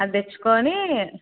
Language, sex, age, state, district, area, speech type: Telugu, female, 18-30, Telangana, Siddipet, urban, conversation